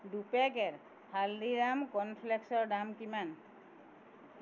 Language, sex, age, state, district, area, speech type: Assamese, female, 45-60, Assam, Tinsukia, urban, read